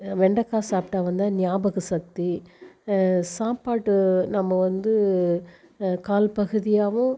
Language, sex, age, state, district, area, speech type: Tamil, female, 45-60, Tamil Nadu, Viluppuram, rural, spontaneous